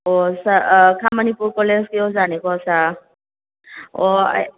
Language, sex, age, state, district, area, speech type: Manipuri, female, 30-45, Manipur, Kakching, rural, conversation